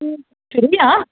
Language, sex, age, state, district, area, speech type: Sindhi, female, 45-60, Maharashtra, Pune, urban, conversation